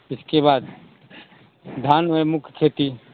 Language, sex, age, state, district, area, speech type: Hindi, male, 60+, Uttar Pradesh, Mau, urban, conversation